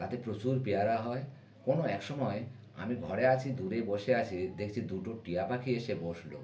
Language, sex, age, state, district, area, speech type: Bengali, male, 60+, West Bengal, North 24 Parganas, urban, spontaneous